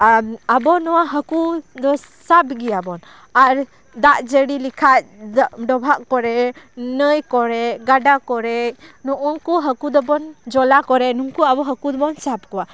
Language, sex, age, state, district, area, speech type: Santali, female, 18-30, West Bengal, Bankura, rural, spontaneous